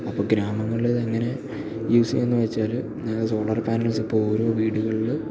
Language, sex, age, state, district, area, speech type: Malayalam, male, 18-30, Kerala, Idukki, rural, spontaneous